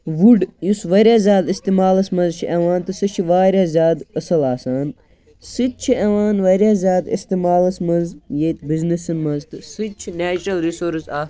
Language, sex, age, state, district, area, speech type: Kashmiri, male, 18-30, Jammu and Kashmir, Baramulla, rural, spontaneous